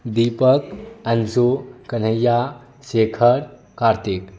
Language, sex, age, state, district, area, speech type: Maithili, male, 18-30, Bihar, Saharsa, rural, spontaneous